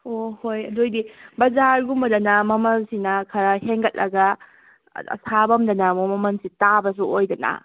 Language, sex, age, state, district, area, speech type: Manipuri, female, 18-30, Manipur, Kakching, rural, conversation